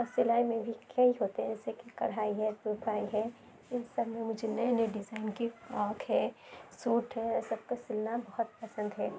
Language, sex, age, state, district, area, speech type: Urdu, female, 18-30, Uttar Pradesh, Lucknow, rural, spontaneous